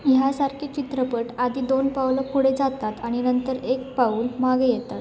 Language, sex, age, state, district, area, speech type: Marathi, female, 18-30, Maharashtra, Sindhudurg, rural, read